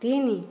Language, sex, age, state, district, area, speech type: Odia, female, 30-45, Odisha, Dhenkanal, rural, read